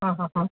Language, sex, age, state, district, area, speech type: Sanskrit, female, 45-60, Karnataka, Dakshina Kannada, urban, conversation